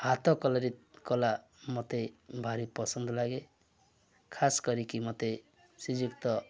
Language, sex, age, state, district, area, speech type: Odia, male, 45-60, Odisha, Nuapada, rural, spontaneous